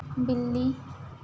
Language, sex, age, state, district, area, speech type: Hindi, female, 18-30, Madhya Pradesh, Chhindwara, urban, read